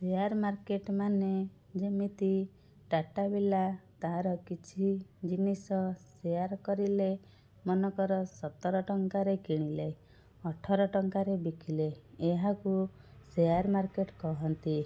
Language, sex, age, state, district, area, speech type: Odia, female, 30-45, Odisha, Cuttack, urban, spontaneous